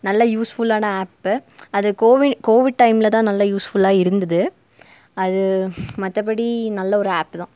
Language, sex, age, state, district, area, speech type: Tamil, female, 18-30, Tamil Nadu, Nilgiris, urban, spontaneous